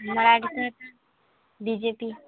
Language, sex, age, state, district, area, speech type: Odia, female, 18-30, Odisha, Subarnapur, urban, conversation